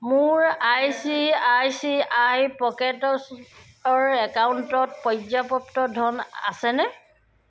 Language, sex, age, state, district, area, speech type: Assamese, female, 30-45, Assam, Sivasagar, rural, read